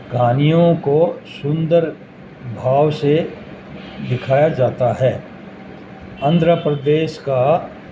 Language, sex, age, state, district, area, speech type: Urdu, male, 60+, Uttar Pradesh, Gautam Buddha Nagar, urban, spontaneous